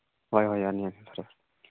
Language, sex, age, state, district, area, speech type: Manipuri, male, 45-60, Manipur, Churachandpur, rural, conversation